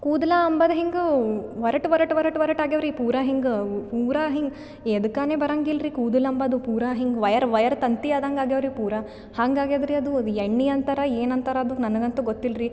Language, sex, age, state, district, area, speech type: Kannada, female, 18-30, Karnataka, Gulbarga, urban, spontaneous